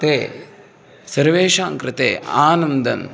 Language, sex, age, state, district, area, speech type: Sanskrit, male, 18-30, Karnataka, Uttara Kannada, rural, spontaneous